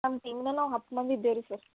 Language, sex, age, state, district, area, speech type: Kannada, female, 18-30, Karnataka, Bidar, urban, conversation